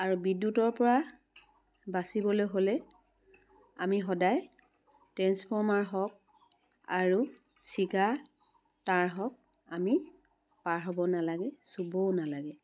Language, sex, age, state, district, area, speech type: Assamese, female, 60+, Assam, Charaideo, urban, spontaneous